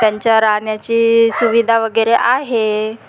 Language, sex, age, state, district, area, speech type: Marathi, female, 30-45, Maharashtra, Nagpur, rural, spontaneous